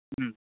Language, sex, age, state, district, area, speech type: Tamil, male, 18-30, Tamil Nadu, Tiruppur, rural, conversation